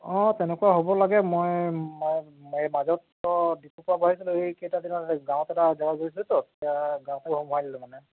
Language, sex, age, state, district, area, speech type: Assamese, male, 30-45, Assam, Tinsukia, rural, conversation